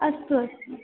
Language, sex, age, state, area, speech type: Sanskrit, female, 18-30, Assam, rural, conversation